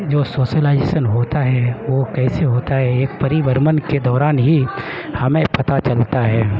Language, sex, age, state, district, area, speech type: Urdu, male, 30-45, Uttar Pradesh, Gautam Buddha Nagar, urban, spontaneous